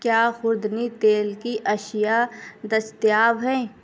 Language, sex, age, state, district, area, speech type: Urdu, female, 18-30, Uttar Pradesh, Shahjahanpur, urban, read